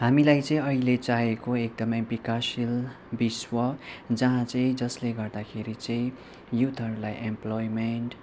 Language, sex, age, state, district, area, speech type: Nepali, male, 18-30, West Bengal, Kalimpong, rural, spontaneous